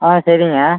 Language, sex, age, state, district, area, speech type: Tamil, male, 18-30, Tamil Nadu, Tiruchirappalli, rural, conversation